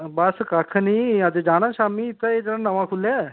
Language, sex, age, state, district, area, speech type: Dogri, male, 18-30, Jammu and Kashmir, Reasi, urban, conversation